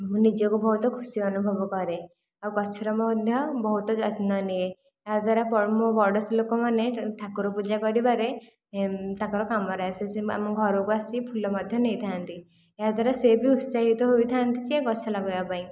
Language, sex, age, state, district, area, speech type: Odia, female, 18-30, Odisha, Khordha, rural, spontaneous